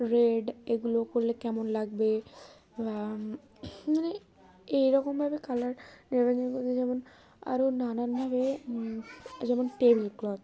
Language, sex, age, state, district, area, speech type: Bengali, female, 18-30, West Bengal, Darjeeling, urban, spontaneous